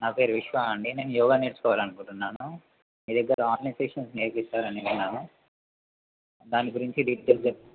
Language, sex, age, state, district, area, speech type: Telugu, male, 18-30, Telangana, Mulugu, rural, conversation